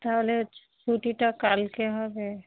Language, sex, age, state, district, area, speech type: Bengali, female, 45-60, West Bengal, Darjeeling, urban, conversation